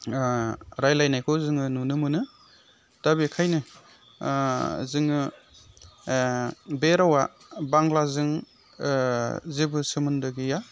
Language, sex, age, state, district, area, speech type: Bodo, male, 30-45, Assam, Udalguri, rural, spontaneous